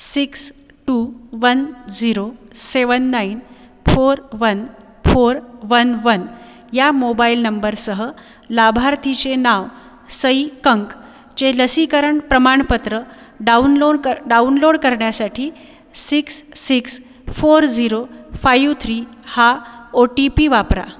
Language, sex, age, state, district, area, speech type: Marathi, female, 30-45, Maharashtra, Buldhana, urban, read